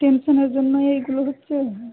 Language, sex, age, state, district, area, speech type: Bengali, female, 18-30, West Bengal, Malda, urban, conversation